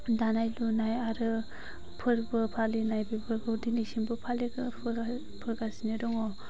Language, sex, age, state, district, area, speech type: Bodo, female, 45-60, Assam, Chirang, urban, spontaneous